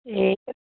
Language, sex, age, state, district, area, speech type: Assamese, female, 60+, Assam, Barpeta, rural, conversation